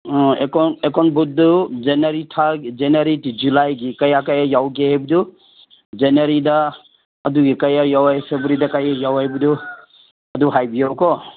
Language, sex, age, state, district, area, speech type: Manipuri, male, 60+, Manipur, Senapati, urban, conversation